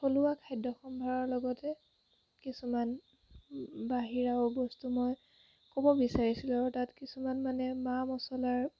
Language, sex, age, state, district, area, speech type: Assamese, female, 18-30, Assam, Jorhat, urban, spontaneous